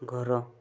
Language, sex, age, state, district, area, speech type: Odia, male, 30-45, Odisha, Malkangiri, urban, read